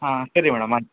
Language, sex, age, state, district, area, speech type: Kannada, male, 60+, Karnataka, Bangalore Urban, urban, conversation